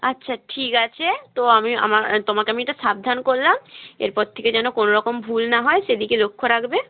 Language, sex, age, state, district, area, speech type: Bengali, female, 18-30, West Bengal, North 24 Parganas, rural, conversation